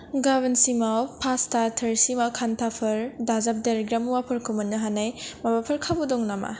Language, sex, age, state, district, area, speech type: Bodo, female, 18-30, Assam, Kokrajhar, rural, read